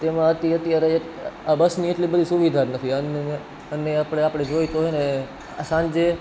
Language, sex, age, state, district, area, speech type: Gujarati, male, 18-30, Gujarat, Rajkot, urban, spontaneous